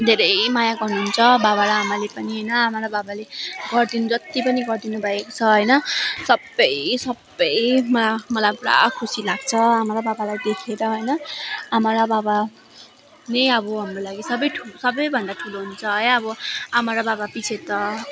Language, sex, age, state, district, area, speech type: Nepali, female, 18-30, West Bengal, Darjeeling, rural, spontaneous